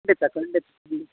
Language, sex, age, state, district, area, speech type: Kannada, male, 45-60, Karnataka, Chikkaballapur, urban, conversation